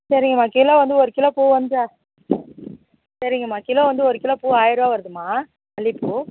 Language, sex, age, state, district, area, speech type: Tamil, female, 60+, Tamil Nadu, Mayiladuthurai, urban, conversation